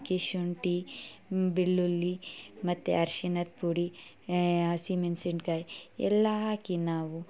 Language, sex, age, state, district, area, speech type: Kannada, female, 18-30, Karnataka, Mysore, rural, spontaneous